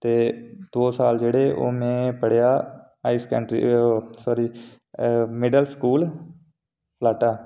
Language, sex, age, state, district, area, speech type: Dogri, male, 18-30, Jammu and Kashmir, Reasi, urban, spontaneous